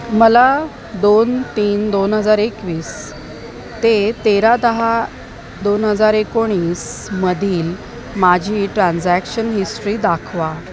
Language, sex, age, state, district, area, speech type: Marathi, female, 30-45, Maharashtra, Mumbai Suburban, urban, read